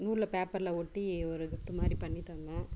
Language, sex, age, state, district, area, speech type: Tamil, female, 30-45, Tamil Nadu, Dharmapuri, rural, spontaneous